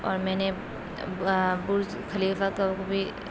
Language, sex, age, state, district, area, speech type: Urdu, female, 18-30, Uttar Pradesh, Aligarh, urban, spontaneous